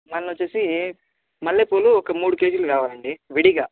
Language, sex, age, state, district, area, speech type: Telugu, male, 45-60, Andhra Pradesh, Chittoor, urban, conversation